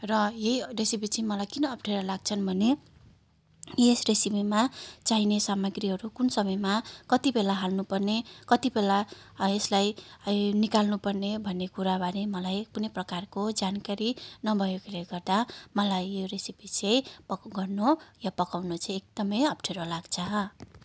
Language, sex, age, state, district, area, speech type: Nepali, female, 60+, West Bengal, Darjeeling, rural, spontaneous